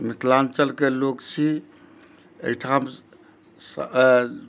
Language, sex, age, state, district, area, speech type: Maithili, male, 60+, Bihar, Madhubani, rural, spontaneous